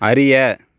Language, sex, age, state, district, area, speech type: Tamil, female, 30-45, Tamil Nadu, Tiruvarur, urban, read